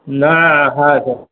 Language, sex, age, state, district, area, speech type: Gujarati, male, 30-45, Gujarat, Morbi, rural, conversation